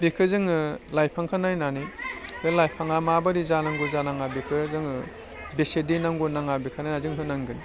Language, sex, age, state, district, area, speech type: Bodo, male, 45-60, Assam, Udalguri, urban, spontaneous